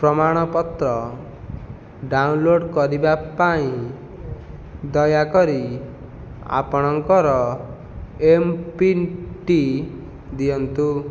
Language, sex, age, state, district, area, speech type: Odia, male, 18-30, Odisha, Nayagarh, rural, read